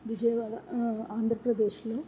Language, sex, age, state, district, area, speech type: Telugu, female, 30-45, Andhra Pradesh, N T Rama Rao, urban, spontaneous